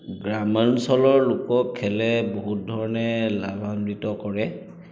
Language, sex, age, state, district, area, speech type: Assamese, male, 30-45, Assam, Chirang, urban, spontaneous